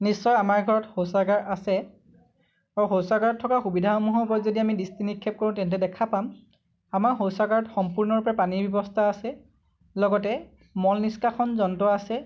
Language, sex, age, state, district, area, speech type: Assamese, male, 18-30, Assam, Lakhimpur, rural, spontaneous